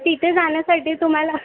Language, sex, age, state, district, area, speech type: Marathi, female, 18-30, Maharashtra, Thane, urban, conversation